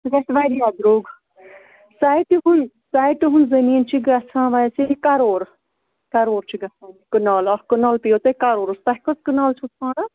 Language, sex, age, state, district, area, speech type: Kashmiri, female, 30-45, Jammu and Kashmir, Bandipora, rural, conversation